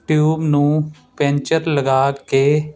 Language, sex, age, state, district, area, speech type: Punjabi, male, 30-45, Punjab, Ludhiana, urban, spontaneous